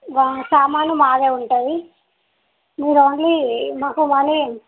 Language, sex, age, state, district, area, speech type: Telugu, female, 30-45, Telangana, Karimnagar, rural, conversation